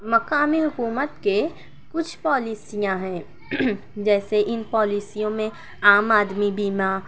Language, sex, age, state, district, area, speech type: Urdu, female, 18-30, Maharashtra, Nashik, urban, spontaneous